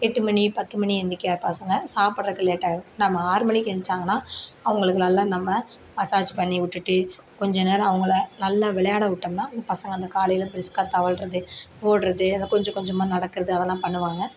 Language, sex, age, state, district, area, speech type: Tamil, female, 30-45, Tamil Nadu, Perambalur, rural, spontaneous